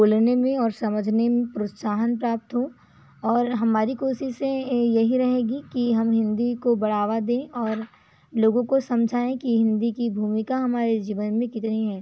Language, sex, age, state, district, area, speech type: Hindi, female, 45-60, Madhya Pradesh, Balaghat, rural, spontaneous